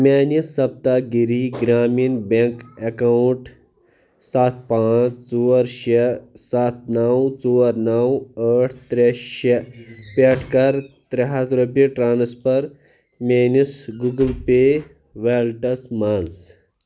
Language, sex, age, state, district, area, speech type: Kashmiri, male, 30-45, Jammu and Kashmir, Pulwama, urban, read